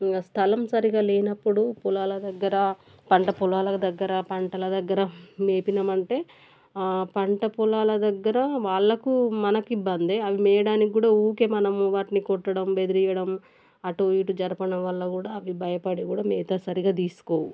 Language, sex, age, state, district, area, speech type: Telugu, female, 30-45, Telangana, Warangal, rural, spontaneous